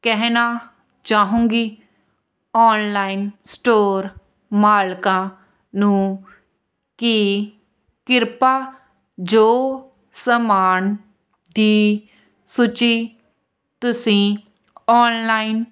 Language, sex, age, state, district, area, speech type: Punjabi, female, 18-30, Punjab, Hoshiarpur, rural, spontaneous